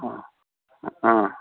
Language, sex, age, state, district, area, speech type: Kannada, male, 60+, Karnataka, Shimoga, urban, conversation